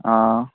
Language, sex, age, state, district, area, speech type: Malayalam, male, 18-30, Kerala, Thiruvananthapuram, rural, conversation